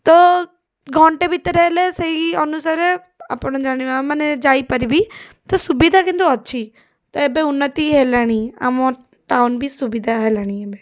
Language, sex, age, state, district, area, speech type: Odia, female, 30-45, Odisha, Puri, urban, spontaneous